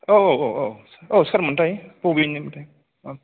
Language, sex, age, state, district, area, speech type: Bodo, male, 45-60, Assam, Kokrajhar, rural, conversation